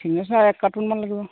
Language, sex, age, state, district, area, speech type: Assamese, male, 30-45, Assam, Golaghat, rural, conversation